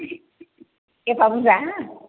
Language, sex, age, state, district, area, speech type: Bodo, female, 45-60, Assam, Chirang, rural, conversation